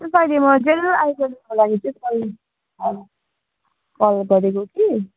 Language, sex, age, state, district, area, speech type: Nepali, female, 18-30, West Bengal, Darjeeling, rural, conversation